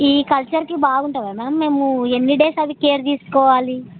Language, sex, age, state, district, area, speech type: Telugu, female, 30-45, Andhra Pradesh, Kurnool, rural, conversation